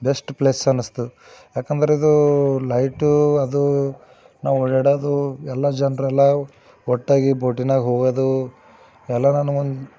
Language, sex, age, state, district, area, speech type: Kannada, male, 30-45, Karnataka, Bidar, urban, spontaneous